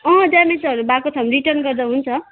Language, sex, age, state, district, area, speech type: Nepali, female, 18-30, West Bengal, Kalimpong, rural, conversation